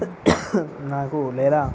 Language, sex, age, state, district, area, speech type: Telugu, male, 30-45, Andhra Pradesh, Visakhapatnam, urban, spontaneous